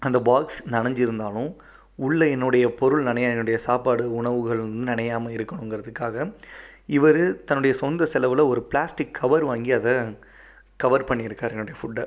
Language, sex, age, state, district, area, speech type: Tamil, male, 30-45, Tamil Nadu, Pudukkottai, rural, spontaneous